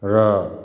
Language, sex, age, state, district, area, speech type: Nepali, male, 60+, West Bengal, Kalimpong, rural, spontaneous